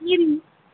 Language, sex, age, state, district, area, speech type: Telugu, female, 60+, Andhra Pradesh, West Godavari, rural, conversation